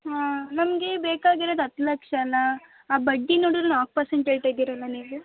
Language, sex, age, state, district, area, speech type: Kannada, female, 18-30, Karnataka, Mysore, urban, conversation